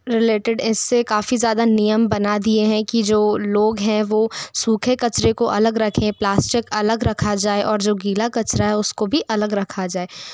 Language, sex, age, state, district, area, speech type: Hindi, female, 30-45, Madhya Pradesh, Bhopal, urban, spontaneous